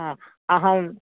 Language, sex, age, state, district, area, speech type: Sanskrit, female, 45-60, Kerala, Thiruvananthapuram, urban, conversation